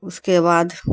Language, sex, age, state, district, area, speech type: Urdu, female, 60+, Bihar, Khagaria, rural, spontaneous